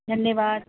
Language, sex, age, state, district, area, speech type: Marathi, female, 30-45, Maharashtra, Nagpur, urban, conversation